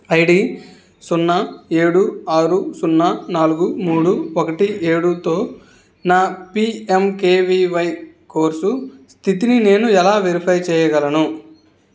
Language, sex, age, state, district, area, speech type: Telugu, male, 18-30, Andhra Pradesh, N T Rama Rao, urban, read